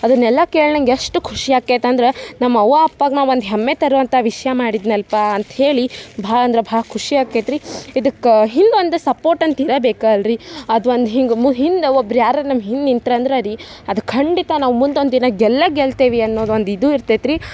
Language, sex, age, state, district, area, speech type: Kannada, female, 18-30, Karnataka, Dharwad, rural, spontaneous